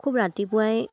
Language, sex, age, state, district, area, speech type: Assamese, female, 18-30, Assam, Dibrugarh, rural, spontaneous